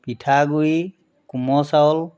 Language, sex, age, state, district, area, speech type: Assamese, male, 45-60, Assam, Majuli, urban, spontaneous